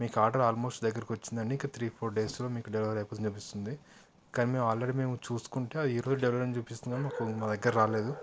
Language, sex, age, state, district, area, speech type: Telugu, male, 30-45, Telangana, Yadadri Bhuvanagiri, urban, spontaneous